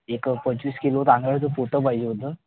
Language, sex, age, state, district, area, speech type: Marathi, male, 30-45, Maharashtra, Ratnagiri, urban, conversation